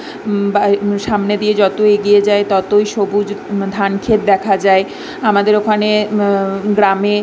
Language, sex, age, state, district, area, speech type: Bengali, female, 18-30, West Bengal, Kolkata, urban, spontaneous